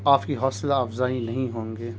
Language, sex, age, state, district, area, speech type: Urdu, male, 30-45, Bihar, Madhubani, rural, spontaneous